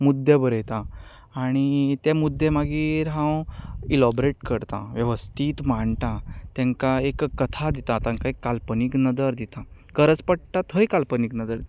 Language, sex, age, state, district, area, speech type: Goan Konkani, male, 30-45, Goa, Canacona, rural, spontaneous